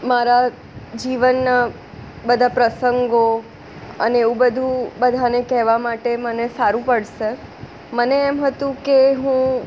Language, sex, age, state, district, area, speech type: Gujarati, female, 18-30, Gujarat, Surat, urban, spontaneous